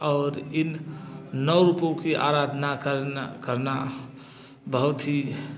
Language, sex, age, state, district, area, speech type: Hindi, male, 60+, Uttar Pradesh, Bhadohi, urban, spontaneous